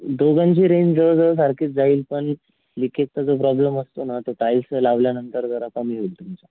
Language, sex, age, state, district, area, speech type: Marathi, female, 18-30, Maharashtra, Nashik, urban, conversation